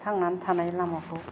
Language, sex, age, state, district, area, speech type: Bodo, female, 45-60, Assam, Kokrajhar, rural, spontaneous